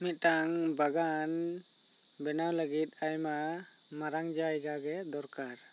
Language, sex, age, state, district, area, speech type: Santali, male, 18-30, West Bengal, Bankura, rural, spontaneous